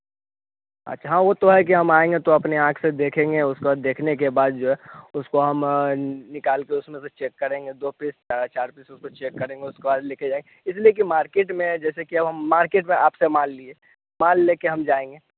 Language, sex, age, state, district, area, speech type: Hindi, male, 18-30, Bihar, Vaishali, rural, conversation